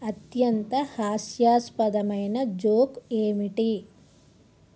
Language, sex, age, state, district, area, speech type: Telugu, female, 30-45, Andhra Pradesh, Palnadu, rural, read